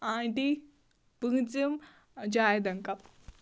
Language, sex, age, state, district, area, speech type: Kashmiri, female, 30-45, Jammu and Kashmir, Shopian, rural, spontaneous